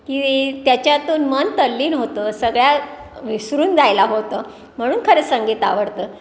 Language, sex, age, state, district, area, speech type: Marathi, female, 60+, Maharashtra, Pune, urban, spontaneous